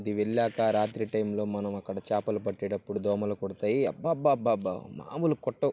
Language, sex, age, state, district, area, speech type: Telugu, male, 18-30, Andhra Pradesh, Bapatla, urban, spontaneous